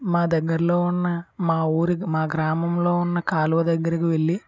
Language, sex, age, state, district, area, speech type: Telugu, male, 18-30, Andhra Pradesh, Konaseema, rural, spontaneous